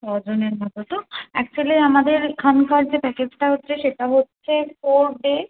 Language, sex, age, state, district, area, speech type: Bengali, female, 18-30, West Bengal, Kolkata, urban, conversation